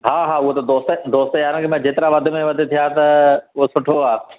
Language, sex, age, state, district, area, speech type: Sindhi, male, 45-60, Madhya Pradesh, Katni, rural, conversation